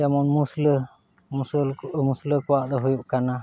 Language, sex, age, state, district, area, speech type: Santali, male, 30-45, West Bengal, Paschim Bardhaman, rural, spontaneous